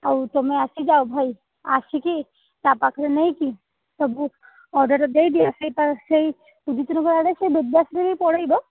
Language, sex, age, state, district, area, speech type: Odia, female, 45-60, Odisha, Sundergarh, rural, conversation